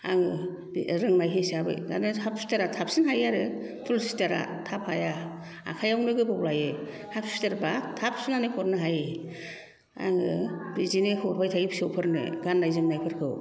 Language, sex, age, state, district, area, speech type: Bodo, female, 60+, Assam, Kokrajhar, rural, spontaneous